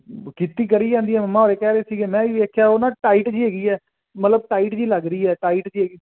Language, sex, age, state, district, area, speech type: Punjabi, male, 18-30, Punjab, Fazilka, urban, conversation